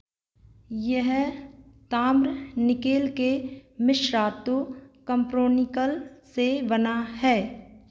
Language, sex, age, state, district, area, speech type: Hindi, female, 30-45, Madhya Pradesh, Seoni, rural, read